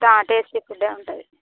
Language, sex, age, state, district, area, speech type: Telugu, female, 18-30, Andhra Pradesh, Visakhapatnam, urban, conversation